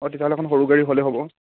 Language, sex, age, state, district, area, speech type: Assamese, male, 45-60, Assam, Nagaon, rural, conversation